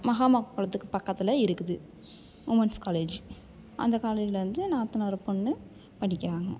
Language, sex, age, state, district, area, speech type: Tamil, female, 18-30, Tamil Nadu, Thanjavur, rural, spontaneous